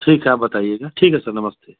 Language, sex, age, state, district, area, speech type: Hindi, male, 30-45, Uttar Pradesh, Chandauli, urban, conversation